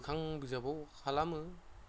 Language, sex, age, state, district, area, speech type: Bodo, male, 30-45, Assam, Goalpara, rural, spontaneous